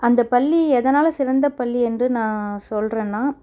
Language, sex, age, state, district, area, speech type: Tamil, female, 30-45, Tamil Nadu, Chennai, urban, spontaneous